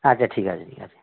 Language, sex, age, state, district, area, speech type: Bengali, male, 60+, West Bengal, North 24 Parganas, urban, conversation